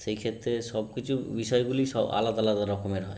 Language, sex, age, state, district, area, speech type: Bengali, male, 30-45, West Bengal, Howrah, urban, spontaneous